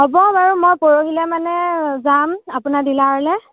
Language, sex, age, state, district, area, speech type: Assamese, female, 18-30, Assam, Dhemaji, rural, conversation